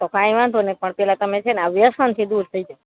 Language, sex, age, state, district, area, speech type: Gujarati, female, 45-60, Gujarat, Morbi, urban, conversation